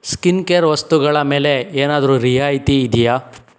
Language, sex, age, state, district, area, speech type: Kannada, male, 18-30, Karnataka, Chikkaballapur, urban, read